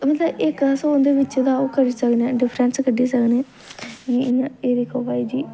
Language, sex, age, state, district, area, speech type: Dogri, female, 18-30, Jammu and Kashmir, Jammu, rural, spontaneous